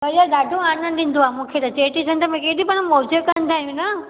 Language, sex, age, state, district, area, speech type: Sindhi, female, 18-30, Gujarat, Junagadh, urban, conversation